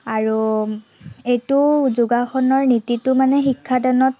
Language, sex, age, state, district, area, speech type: Assamese, female, 45-60, Assam, Morigaon, urban, spontaneous